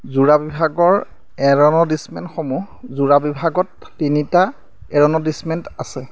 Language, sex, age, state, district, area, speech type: Assamese, male, 30-45, Assam, Majuli, urban, read